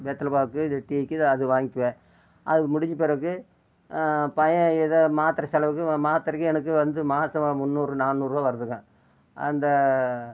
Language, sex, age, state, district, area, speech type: Tamil, male, 60+, Tamil Nadu, Namakkal, rural, spontaneous